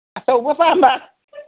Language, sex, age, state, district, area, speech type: Manipuri, female, 60+, Manipur, Kangpokpi, urban, conversation